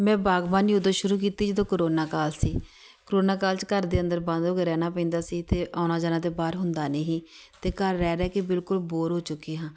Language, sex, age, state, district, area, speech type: Punjabi, female, 30-45, Punjab, Tarn Taran, urban, spontaneous